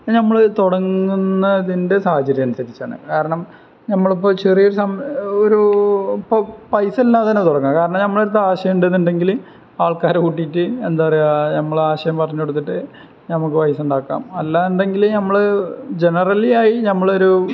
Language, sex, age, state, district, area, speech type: Malayalam, male, 18-30, Kerala, Malappuram, rural, spontaneous